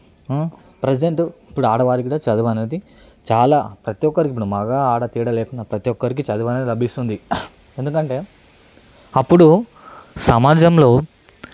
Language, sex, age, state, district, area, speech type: Telugu, male, 18-30, Telangana, Hyderabad, urban, spontaneous